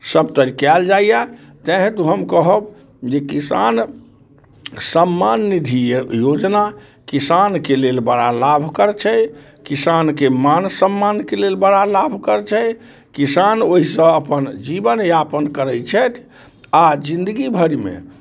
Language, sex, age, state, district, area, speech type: Maithili, male, 45-60, Bihar, Muzaffarpur, rural, spontaneous